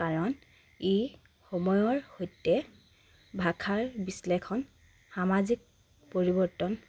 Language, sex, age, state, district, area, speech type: Assamese, female, 18-30, Assam, Charaideo, urban, spontaneous